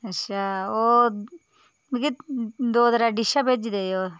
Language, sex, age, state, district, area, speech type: Dogri, female, 30-45, Jammu and Kashmir, Udhampur, rural, spontaneous